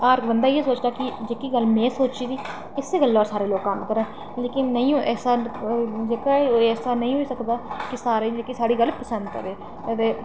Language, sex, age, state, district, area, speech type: Dogri, female, 30-45, Jammu and Kashmir, Reasi, rural, spontaneous